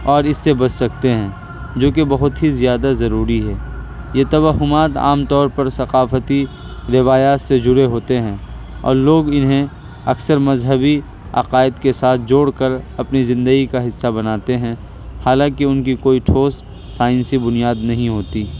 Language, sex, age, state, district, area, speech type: Urdu, male, 18-30, Bihar, Purnia, rural, spontaneous